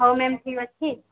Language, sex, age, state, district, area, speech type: Odia, female, 18-30, Odisha, Subarnapur, urban, conversation